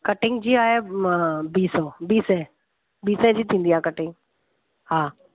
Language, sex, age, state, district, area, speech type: Sindhi, female, 45-60, Delhi, South Delhi, urban, conversation